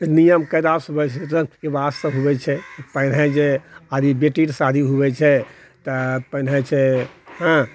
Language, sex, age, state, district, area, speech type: Maithili, male, 60+, Bihar, Purnia, rural, spontaneous